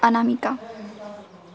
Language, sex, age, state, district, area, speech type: Marathi, female, 18-30, Maharashtra, Beed, urban, spontaneous